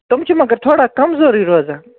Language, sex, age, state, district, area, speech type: Kashmiri, female, 18-30, Jammu and Kashmir, Baramulla, rural, conversation